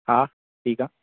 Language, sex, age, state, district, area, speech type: Sindhi, male, 18-30, Maharashtra, Thane, urban, conversation